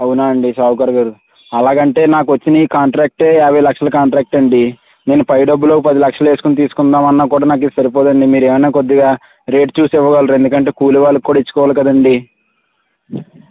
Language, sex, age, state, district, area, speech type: Telugu, male, 18-30, Andhra Pradesh, West Godavari, rural, conversation